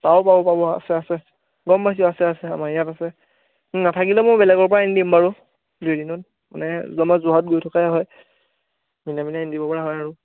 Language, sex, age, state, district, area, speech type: Assamese, male, 18-30, Assam, Majuli, urban, conversation